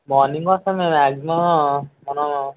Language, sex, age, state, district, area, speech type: Telugu, male, 18-30, Andhra Pradesh, Eluru, rural, conversation